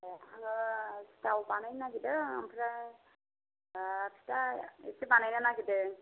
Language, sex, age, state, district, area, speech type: Bodo, female, 30-45, Assam, Kokrajhar, rural, conversation